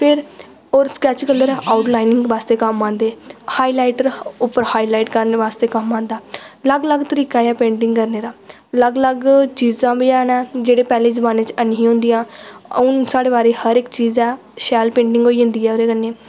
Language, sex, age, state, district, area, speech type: Dogri, female, 18-30, Jammu and Kashmir, Samba, rural, spontaneous